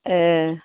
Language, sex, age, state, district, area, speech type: Bodo, female, 60+, Assam, Baksa, rural, conversation